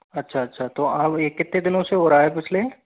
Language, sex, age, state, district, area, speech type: Hindi, male, 45-60, Rajasthan, Karauli, rural, conversation